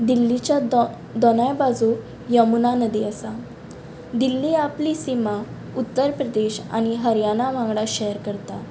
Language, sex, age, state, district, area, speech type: Goan Konkani, female, 18-30, Goa, Ponda, rural, spontaneous